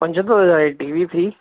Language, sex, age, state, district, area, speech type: Sindhi, male, 30-45, Maharashtra, Thane, urban, conversation